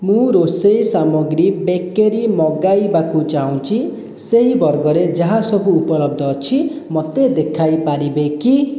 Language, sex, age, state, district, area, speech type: Odia, male, 18-30, Odisha, Khordha, rural, read